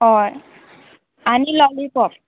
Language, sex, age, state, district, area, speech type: Goan Konkani, female, 18-30, Goa, Murmgao, rural, conversation